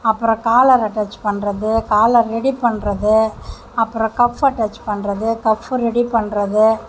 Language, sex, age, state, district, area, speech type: Tamil, female, 60+, Tamil Nadu, Mayiladuthurai, urban, spontaneous